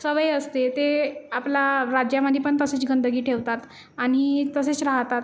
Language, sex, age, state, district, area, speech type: Marathi, female, 18-30, Maharashtra, Nagpur, urban, spontaneous